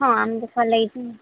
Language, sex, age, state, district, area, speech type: Odia, female, 18-30, Odisha, Subarnapur, urban, conversation